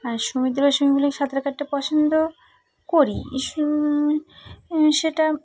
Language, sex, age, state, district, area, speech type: Bengali, female, 30-45, West Bengal, Cooch Behar, urban, spontaneous